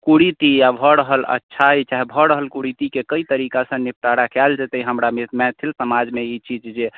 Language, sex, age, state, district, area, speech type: Maithili, male, 45-60, Bihar, Sitamarhi, urban, conversation